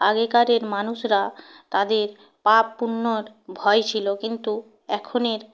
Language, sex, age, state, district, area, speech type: Bengali, female, 45-60, West Bengal, Hooghly, rural, spontaneous